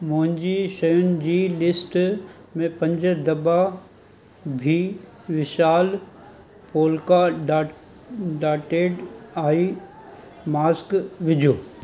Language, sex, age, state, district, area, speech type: Sindhi, male, 45-60, Gujarat, Surat, urban, read